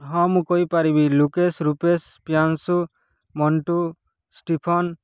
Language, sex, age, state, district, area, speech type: Odia, male, 18-30, Odisha, Kalahandi, rural, spontaneous